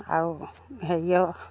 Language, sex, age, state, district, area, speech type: Assamese, female, 60+, Assam, Lakhimpur, rural, spontaneous